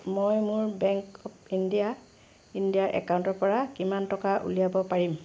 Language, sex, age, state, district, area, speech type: Assamese, female, 45-60, Assam, Sivasagar, rural, read